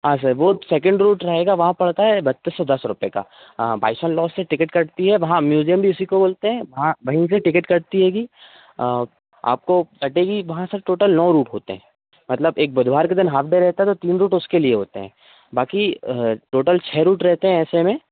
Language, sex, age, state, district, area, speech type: Hindi, male, 18-30, Madhya Pradesh, Seoni, urban, conversation